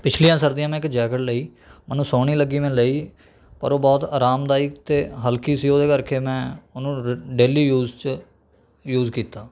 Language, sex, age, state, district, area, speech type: Punjabi, male, 18-30, Punjab, Rupnagar, rural, spontaneous